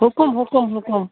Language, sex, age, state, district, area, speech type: Kashmiri, female, 45-60, Jammu and Kashmir, Kulgam, rural, conversation